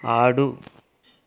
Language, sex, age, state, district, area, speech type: Telugu, male, 45-60, Andhra Pradesh, West Godavari, rural, read